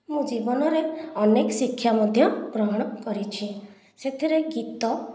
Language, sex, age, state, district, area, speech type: Odia, female, 30-45, Odisha, Khordha, rural, spontaneous